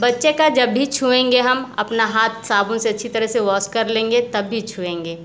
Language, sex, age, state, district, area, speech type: Hindi, female, 30-45, Uttar Pradesh, Mirzapur, rural, spontaneous